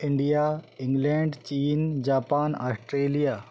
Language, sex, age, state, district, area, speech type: Hindi, male, 30-45, Madhya Pradesh, Betul, rural, spontaneous